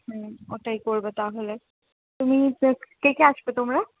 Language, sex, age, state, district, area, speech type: Bengali, female, 60+, West Bengal, Purulia, rural, conversation